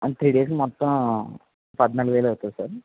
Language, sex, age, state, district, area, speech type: Telugu, male, 30-45, Andhra Pradesh, Kakinada, urban, conversation